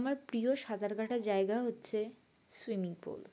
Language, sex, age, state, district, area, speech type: Bengali, female, 18-30, West Bengal, Uttar Dinajpur, urban, spontaneous